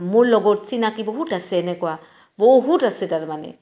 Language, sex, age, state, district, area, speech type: Assamese, female, 45-60, Assam, Barpeta, rural, spontaneous